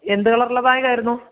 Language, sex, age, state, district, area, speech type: Malayalam, female, 30-45, Kerala, Idukki, rural, conversation